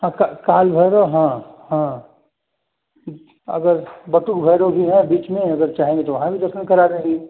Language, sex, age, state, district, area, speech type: Hindi, male, 30-45, Uttar Pradesh, Chandauli, rural, conversation